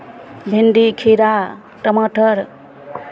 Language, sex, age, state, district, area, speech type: Maithili, female, 60+, Bihar, Begusarai, urban, spontaneous